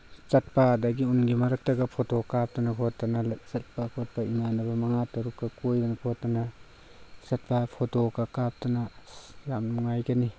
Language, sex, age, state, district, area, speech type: Manipuri, male, 18-30, Manipur, Tengnoupal, rural, spontaneous